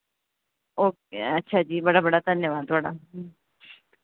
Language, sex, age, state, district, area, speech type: Dogri, female, 30-45, Jammu and Kashmir, Jammu, urban, conversation